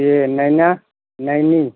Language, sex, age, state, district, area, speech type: Hindi, male, 60+, Uttar Pradesh, Ghazipur, rural, conversation